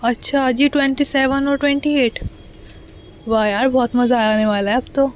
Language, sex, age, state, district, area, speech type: Urdu, female, 18-30, Delhi, North East Delhi, urban, spontaneous